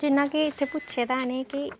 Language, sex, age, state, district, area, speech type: Dogri, female, 18-30, Jammu and Kashmir, Samba, rural, spontaneous